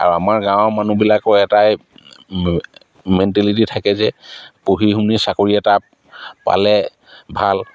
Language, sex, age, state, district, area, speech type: Assamese, male, 45-60, Assam, Charaideo, rural, spontaneous